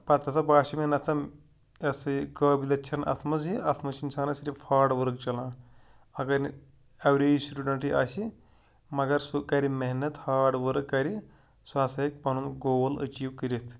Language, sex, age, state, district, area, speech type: Kashmiri, male, 30-45, Jammu and Kashmir, Pulwama, urban, spontaneous